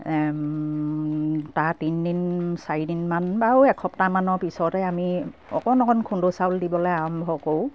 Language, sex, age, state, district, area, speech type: Assamese, female, 60+, Assam, Dibrugarh, rural, spontaneous